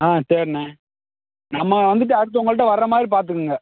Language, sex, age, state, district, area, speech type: Tamil, male, 18-30, Tamil Nadu, Madurai, rural, conversation